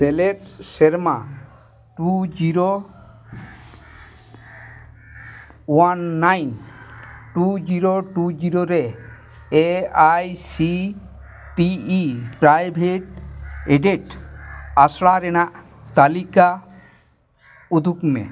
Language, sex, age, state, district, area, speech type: Santali, male, 60+, West Bengal, Dakshin Dinajpur, rural, read